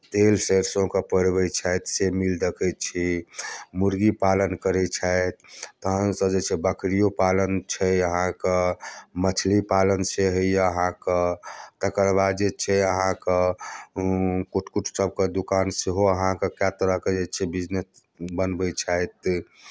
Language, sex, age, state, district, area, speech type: Maithili, male, 30-45, Bihar, Darbhanga, rural, spontaneous